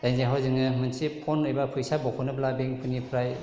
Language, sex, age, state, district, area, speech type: Bodo, male, 30-45, Assam, Chirang, rural, spontaneous